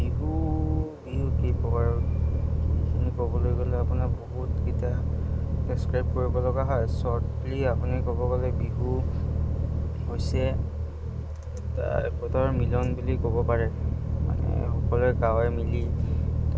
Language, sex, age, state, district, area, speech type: Assamese, male, 18-30, Assam, Goalpara, rural, spontaneous